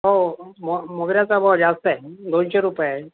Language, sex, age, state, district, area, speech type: Marathi, male, 60+, Maharashtra, Nanded, urban, conversation